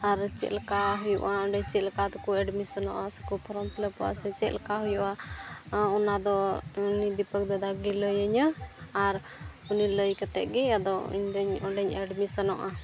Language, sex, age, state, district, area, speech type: Santali, female, 18-30, Jharkhand, Pakur, rural, spontaneous